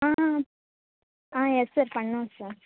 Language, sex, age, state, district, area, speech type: Tamil, female, 18-30, Tamil Nadu, Vellore, urban, conversation